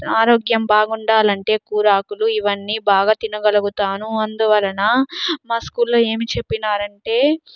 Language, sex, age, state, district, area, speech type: Telugu, female, 18-30, Andhra Pradesh, Chittoor, urban, spontaneous